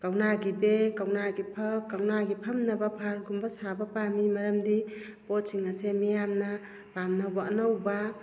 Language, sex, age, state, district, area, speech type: Manipuri, female, 45-60, Manipur, Kakching, rural, spontaneous